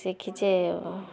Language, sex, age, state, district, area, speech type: Odia, female, 18-30, Odisha, Balasore, rural, spontaneous